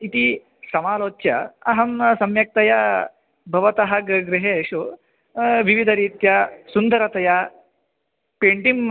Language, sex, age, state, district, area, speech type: Sanskrit, male, 18-30, Karnataka, Bagalkot, urban, conversation